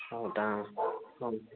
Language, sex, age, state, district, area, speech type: Kannada, male, 30-45, Karnataka, Chikkamagaluru, urban, conversation